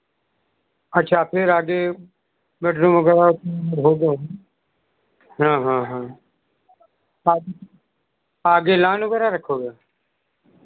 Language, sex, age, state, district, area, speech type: Hindi, male, 60+, Uttar Pradesh, Sitapur, rural, conversation